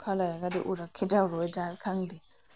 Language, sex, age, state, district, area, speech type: Manipuri, female, 30-45, Manipur, Imphal East, rural, spontaneous